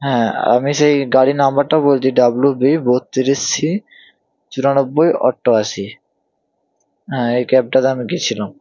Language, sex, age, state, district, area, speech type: Bengali, male, 18-30, West Bengal, Hooghly, urban, spontaneous